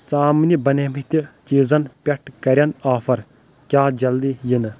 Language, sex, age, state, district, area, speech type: Kashmiri, male, 18-30, Jammu and Kashmir, Kulgam, rural, read